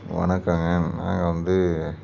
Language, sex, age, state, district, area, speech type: Tamil, male, 30-45, Tamil Nadu, Tiruchirappalli, rural, spontaneous